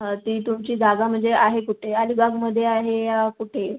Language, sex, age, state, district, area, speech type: Marathi, female, 18-30, Maharashtra, Raigad, rural, conversation